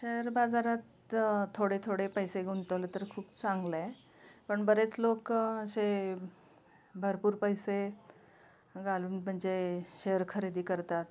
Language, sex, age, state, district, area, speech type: Marathi, female, 45-60, Maharashtra, Osmanabad, rural, spontaneous